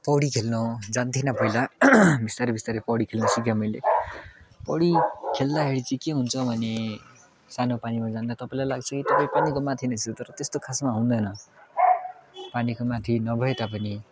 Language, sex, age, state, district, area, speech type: Nepali, male, 18-30, West Bengal, Darjeeling, urban, spontaneous